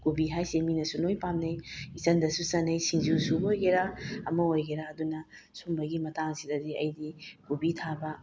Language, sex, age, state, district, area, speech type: Manipuri, female, 45-60, Manipur, Bishnupur, rural, spontaneous